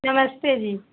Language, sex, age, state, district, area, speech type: Hindi, female, 45-60, Uttar Pradesh, Mau, urban, conversation